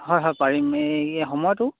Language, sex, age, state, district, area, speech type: Assamese, male, 18-30, Assam, Charaideo, rural, conversation